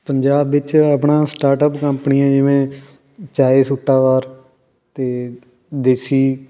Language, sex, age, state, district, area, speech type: Punjabi, male, 18-30, Punjab, Fatehgarh Sahib, urban, spontaneous